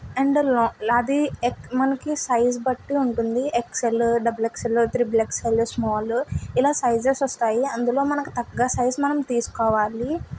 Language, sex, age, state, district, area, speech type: Telugu, female, 18-30, Andhra Pradesh, Kakinada, urban, spontaneous